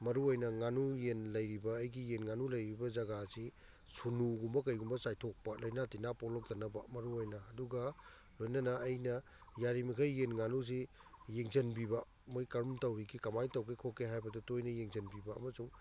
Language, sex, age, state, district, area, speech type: Manipuri, male, 45-60, Manipur, Kakching, rural, spontaneous